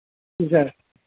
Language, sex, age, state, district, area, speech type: Urdu, male, 60+, Uttar Pradesh, Rampur, urban, conversation